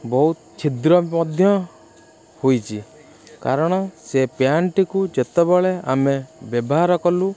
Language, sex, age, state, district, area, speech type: Odia, male, 18-30, Odisha, Kendrapara, urban, spontaneous